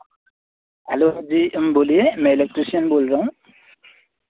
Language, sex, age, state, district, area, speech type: Hindi, male, 18-30, Madhya Pradesh, Seoni, urban, conversation